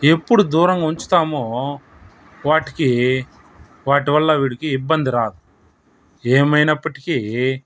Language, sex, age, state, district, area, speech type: Telugu, male, 30-45, Andhra Pradesh, Chittoor, rural, spontaneous